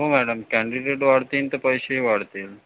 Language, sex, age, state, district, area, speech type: Marathi, male, 45-60, Maharashtra, Nagpur, urban, conversation